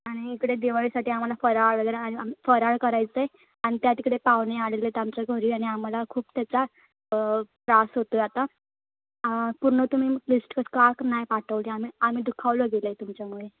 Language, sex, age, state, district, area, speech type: Marathi, female, 18-30, Maharashtra, Thane, urban, conversation